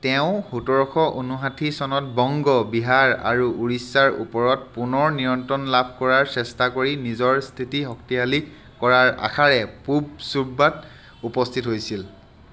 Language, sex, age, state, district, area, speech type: Assamese, male, 30-45, Assam, Sivasagar, urban, read